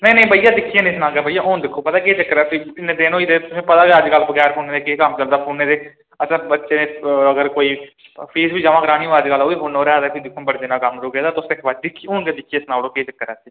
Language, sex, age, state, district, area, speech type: Dogri, male, 18-30, Jammu and Kashmir, Udhampur, urban, conversation